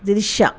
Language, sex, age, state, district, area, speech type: Kannada, female, 60+, Karnataka, Mysore, rural, read